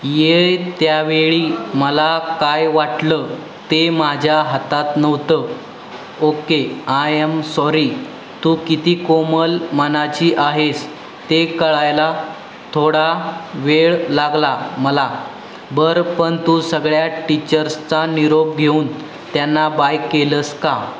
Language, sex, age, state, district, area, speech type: Marathi, male, 18-30, Maharashtra, Satara, urban, read